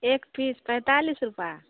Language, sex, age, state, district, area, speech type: Hindi, female, 45-60, Bihar, Samastipur, rural, conversation